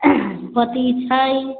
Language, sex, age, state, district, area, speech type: Maithili, female, 30-45, Bihar, Sitamarhi, rural, conversation